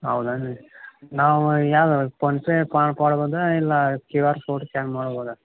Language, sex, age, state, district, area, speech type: Kannada, male, 18-30, Karnataka, Gadag, urban, conversation